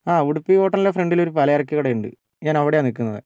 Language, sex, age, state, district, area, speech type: Malayalam, male, 45-60, Kerala, Wayanad, rural, spontaneous